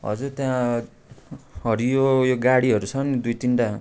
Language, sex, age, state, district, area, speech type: Nepali, male, 18-30, West Bengal, Darjeeling, rural, spontaneous